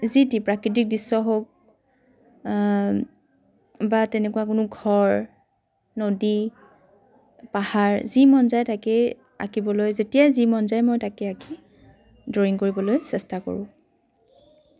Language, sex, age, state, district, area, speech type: Assamese, female, 30-45, Assam, Dhemaji, rural, spontaneous